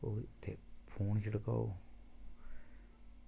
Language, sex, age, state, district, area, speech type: Dogri, male, 30-45, Jammu and Kashmir, Samba, rural, spontaneous